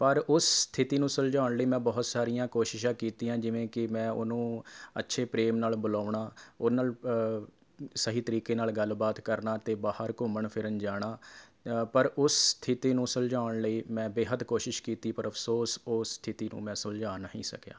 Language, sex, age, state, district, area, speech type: Punjabi, male, 30-45, Punjab, Rupnagar, urban, spontaneous